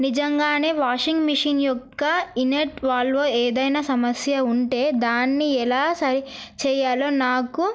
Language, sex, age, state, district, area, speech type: Telugu, female, 18-30, Telangana, Narayanpet, urban, spontaneous